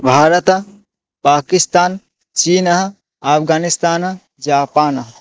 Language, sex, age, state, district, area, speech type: Sanskrit, male, 18-30, Odisha, Bargarh, rural, spontaneous